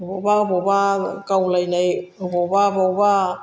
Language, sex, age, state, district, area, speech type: Bodo, female, 60+, Assam, Chirang, rural, spontaneous